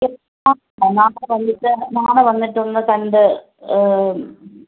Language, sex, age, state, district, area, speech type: Malayalam, female, 30-45, Kerala, Thiruvananthapuram, rural, conversation